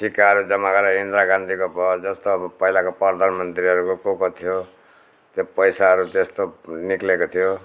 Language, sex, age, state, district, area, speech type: Nepali, male, 60+, West Bengal, Darjeeling, rural, spontaneous